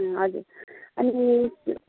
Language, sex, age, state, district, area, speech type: Nepali, female, 30-45, West Bengal, Kalimpong, rural, conversation